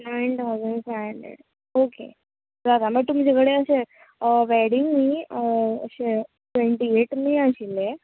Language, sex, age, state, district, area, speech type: Goan Konkani, female, 30-45, Goa, Ponda, rural, conversation